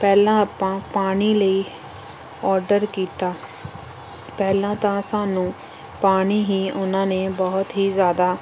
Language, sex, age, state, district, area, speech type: Punjabi, female, 30-45, Punjab, Pathankot, rural, spontaneous